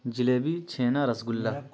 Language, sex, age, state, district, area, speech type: Urdu, male, 30-45, Bihar, Khagaria, rural, spontaneous